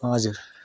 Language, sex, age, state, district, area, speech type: Nepali, male, 18-30, West Bengal, Darjeeling, urban, spontaneous